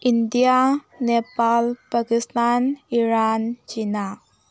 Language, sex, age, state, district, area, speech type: Manipuri, female, 18-30, Manipur, Tengnoupal, rural, spontaneous